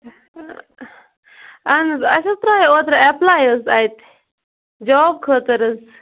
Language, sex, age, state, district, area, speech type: Kashmiri, female, 30-45, Jammu and Kashmir, Bandipora, rural, conversation